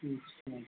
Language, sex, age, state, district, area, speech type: Hindi, male, 45-60, Uttar Pradesh, Sitapur, rural, conversation